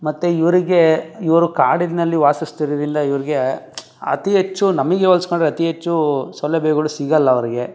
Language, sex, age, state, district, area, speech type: Kannada, male, 18-30, Karnataka, Tumkur, urban, spontaneous